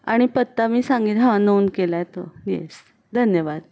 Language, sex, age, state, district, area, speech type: Marathi, female, 45-60, Maharashtra, Pune, urban, spontaneous